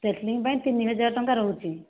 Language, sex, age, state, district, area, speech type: Odia, female, 60+, Odisha, Jajpur, rural, conversation